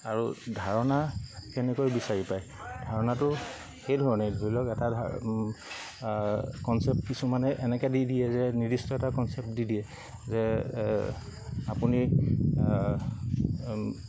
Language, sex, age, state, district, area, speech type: Assamese, male, 30-45, Assam, Lakhimpur, rural, spontaneous